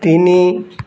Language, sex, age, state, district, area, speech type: Odia, male, 30-45, Odisha, Bargarh, urban, read